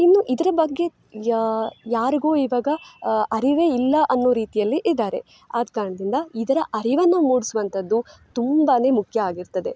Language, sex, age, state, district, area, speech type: Kannada, female, 18-30, Karnataka, Dakshina Kannada, urban, spontaneous